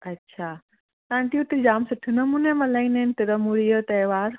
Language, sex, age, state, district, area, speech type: Sindhi, female, 30-45, Gujarat, Surat, urban, conversation